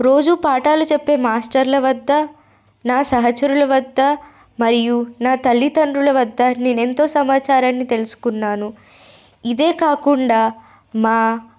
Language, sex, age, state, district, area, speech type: Telugu, female, 18-30, Telangana, Nirmal, urban, spontaneous